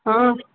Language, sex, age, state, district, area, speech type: Odia, female, 45-60, Odisha, Angul, rural, conversation